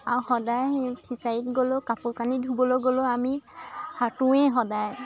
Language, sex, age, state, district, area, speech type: Assamese, female, 18-30, Assam, Lakhimpur, rural, spontaneous